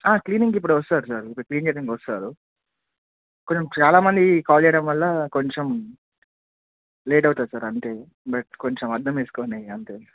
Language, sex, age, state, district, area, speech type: Telugu, male, 18-30, Telangana, Adilabad, urban, conversation